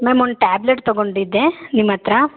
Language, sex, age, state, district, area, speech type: Kannada, female, 18-30, Karnataka, Hassan, rural, conversation